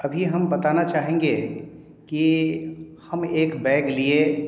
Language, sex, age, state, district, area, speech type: Hindi, male, 45-60, Bihar, Samastipur, urban, spontaneous